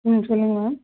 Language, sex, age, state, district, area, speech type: Tamil, female, 18-30, Tamil Nadu, Sivaganga, rural, conversation